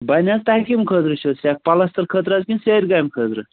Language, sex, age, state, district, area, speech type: Kashmiri, male, 18-30, Jammu and Kashmir, Baramulla, rural, conversation